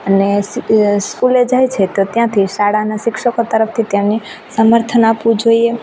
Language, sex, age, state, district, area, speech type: Gujarati, female, 18-30, Gujarat, Rajkot, rural, spontaneous